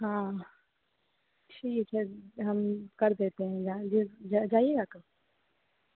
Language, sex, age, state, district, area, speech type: Hindi, female, 18-30, Bihar, Begusarai, rural, conversation